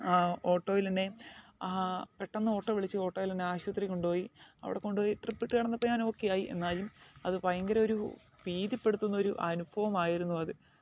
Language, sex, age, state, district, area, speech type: Malayalam, male, 18-30, Kerala, Alappuzha, rural, spontaneous